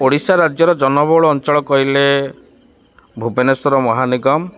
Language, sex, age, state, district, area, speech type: Odia, male, 30-45, Odisha, Kendrapara, urban, spontaneous